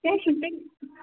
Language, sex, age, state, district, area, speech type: Kashmiri, female, 18-30, Jammu and Kashmir, Ganderbal, rural, conversation